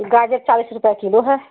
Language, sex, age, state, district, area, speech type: Hindi, female, 45-60, Uttar Pradesh, Azamgarh, rural, conversation